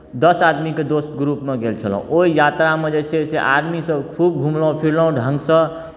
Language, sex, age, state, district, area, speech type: Maithili, male, 18-30, Bihar, Darbhanga, urban, spontaneous